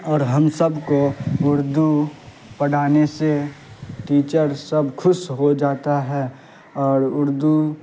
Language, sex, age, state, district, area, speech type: Urdu, male, 18-30, Bihar, Saharsa, rural, spontaneous